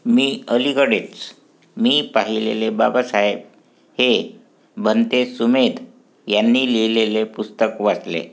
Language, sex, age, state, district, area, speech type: Marathi, male, 45-60, Maharashtra, Wardha, urban, spontaneous